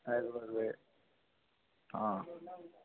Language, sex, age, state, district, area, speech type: Telugu, male, 18-30, Telangana, Nirmal, urban, conversation